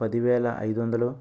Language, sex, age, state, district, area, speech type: Telugu, male, 45-60, Andhra Pradesh, West Godavari, urban, spontaneous